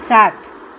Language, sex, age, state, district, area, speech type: Gujarati, female, 45-60, Gujarat, Kheda, rural, read